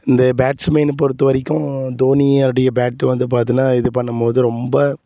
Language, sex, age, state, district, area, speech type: Tamil, male, 30-45, Tamil Nadu, Salem, rural, spontaneous